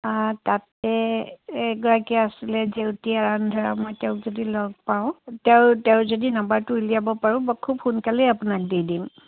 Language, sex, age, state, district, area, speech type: Assamese, female, 60+, Assam, Tinsukia, rural, conversation